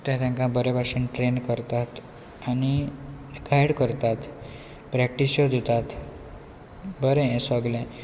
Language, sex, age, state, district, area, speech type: Goan Konkani, male, 18-30, Goa, Quepem, rural, spontaneous